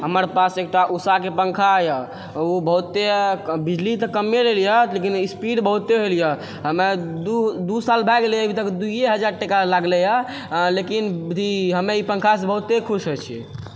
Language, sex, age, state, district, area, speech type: Maithili, male, 18-30, Bihar, Purnia, rural, spontaneous